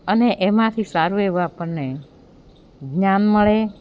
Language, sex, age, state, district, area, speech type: Gujarati, female, 45-60, Gujarat, Amreli, rural, spontaneous